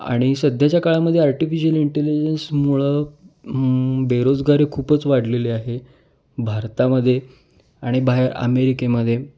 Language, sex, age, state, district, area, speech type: Marathi, male, 18-30, Maharashtra, Kolhapur, urban, spontaneous